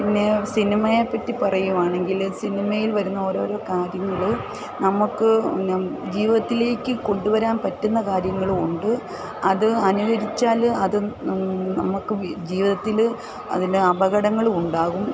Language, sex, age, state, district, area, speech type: Malayalam, female, 45-60, Kerala, Kottayam, rural, spontaneous